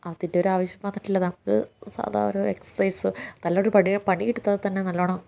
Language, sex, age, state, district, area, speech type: Malayalam, female, 60+, Kerala, Wayanad, rural, spontaneous